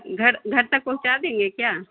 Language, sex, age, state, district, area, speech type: Hindi, female, 60+, Uttar Pradesh, Lucknow, rural, conversation